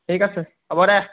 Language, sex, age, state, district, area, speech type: Assamese, male, 18-30, Assam, Golaghat, urban, conversation